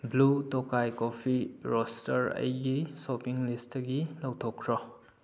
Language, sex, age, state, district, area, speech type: Manipuri, male, 18-30, Manipur, Kakching, rural, read